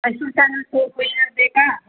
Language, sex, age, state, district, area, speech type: Kannada, female, 45-60, Karnataka, Koppal, urban, conversation